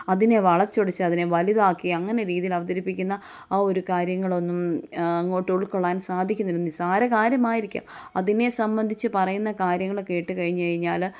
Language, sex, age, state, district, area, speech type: Malayalam, female, 30-45, Kerala, Kottayam, rural, spontaneous